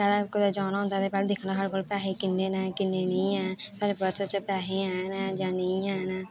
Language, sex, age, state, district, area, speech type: Dogri, female, 18-30, Jammu and Kashmir, Kathua, rural, spontaneous